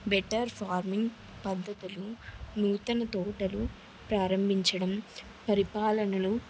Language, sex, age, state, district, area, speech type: Telugu, female, 18-30, Telangana, Vikarabad, urban, spontaneous